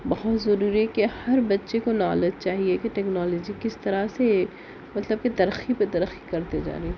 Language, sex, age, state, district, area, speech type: Urdu, female, 30-45, Telangana, Hyderabad, urban, spontaneous